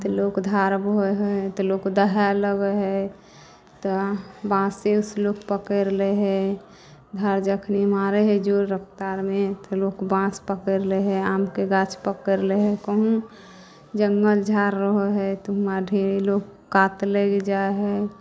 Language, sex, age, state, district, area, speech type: Maithili, female, 18-30, Bihar, Samastipur, rural, spontaneous